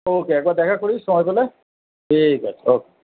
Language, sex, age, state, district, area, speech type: Bengali, male, 45-60, West Bengal, Purba Bardhaman, urban, conversation